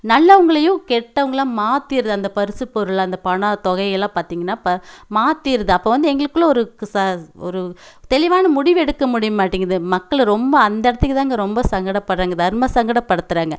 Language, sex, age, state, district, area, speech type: Tamil, female, 45-60, Tamil Nadu, Coimbatore, rural, spontaneous